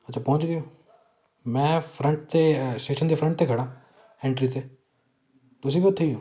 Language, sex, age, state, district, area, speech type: Punjabi, male, 18-30, Punjab, Amritsar, urban, spontaneous